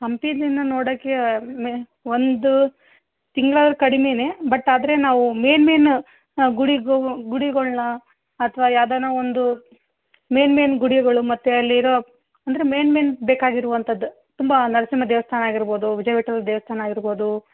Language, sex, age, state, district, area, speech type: Kannada, female, 18-30, Karnataka, Vijayanagara, rural, conversation